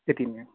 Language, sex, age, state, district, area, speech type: Nepali, male, 45-60, West Bengal, Darjeeling, rural, conversation